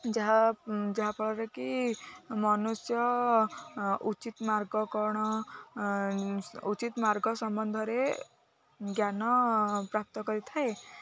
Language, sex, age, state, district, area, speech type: Odia, female, 18-30, Odisha, Jagatsinghpur, urban, spontaneous